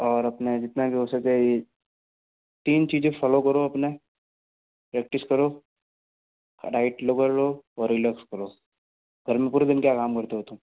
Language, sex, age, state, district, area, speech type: Hindi, male, 45-60, Rajasthan, Jodhpur, urban, conversation